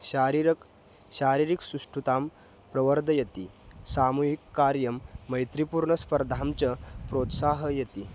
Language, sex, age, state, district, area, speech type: Sanskrit, male, 18-30, Maharashtra, Kolhapur, rural, spontaneous